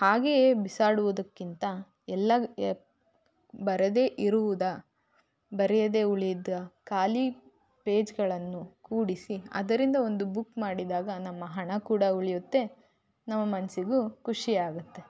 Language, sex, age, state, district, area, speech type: Kannada, female, 18-30, Karnataka, Davanagere, rural, spontaneous